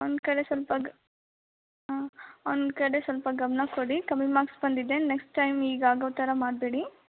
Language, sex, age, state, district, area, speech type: Kannada, female, 18-30, Karnataka, Davanagere, rural, conversation